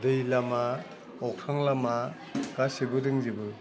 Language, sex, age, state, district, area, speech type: Bodo, male, 60+, Assam, Udalguri, urban, spontaneous